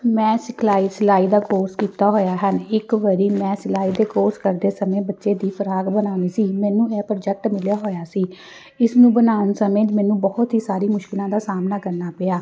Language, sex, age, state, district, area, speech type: Punjabi, female, 45-60, Punjab, Amritsar, urban, spontaneous